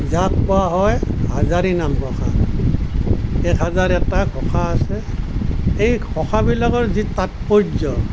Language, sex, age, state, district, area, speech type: Assamese, male, 60+, Assam, Nalbari, rural, spontaneous